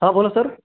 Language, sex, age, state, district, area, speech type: Marathi, male, 30-45, Maharashtra, Raigad, rural, conversation